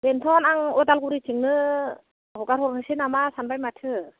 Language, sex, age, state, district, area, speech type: Bodo, female, 30-45, Assam, Udalguri, urban, conversation